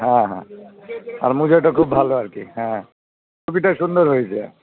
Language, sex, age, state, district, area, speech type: Bengali, male, 45-60, West Bengal, Alipurduar, rural, conversation